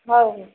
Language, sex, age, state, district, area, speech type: Odia, female, 45-60, Odisha, Sambalpur, rural, conversation